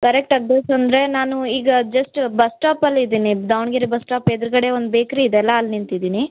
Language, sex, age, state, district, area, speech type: Kannada, female, 18-30, Karnataka, Davanagere, rural, conversation